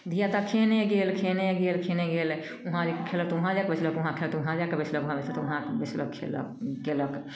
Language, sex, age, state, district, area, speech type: Maithili, female, 45-60, Bihar, Samastipur, rural, spontaneous